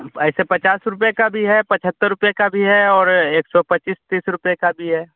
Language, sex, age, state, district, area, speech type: Hindi, male, 30-45, Bihar, Vaishali, urban, conversation